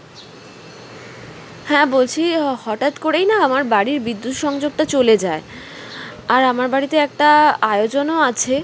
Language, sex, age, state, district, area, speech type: Bengali, female, 18-30, West Bengal, Kolkata, urban, spontaneous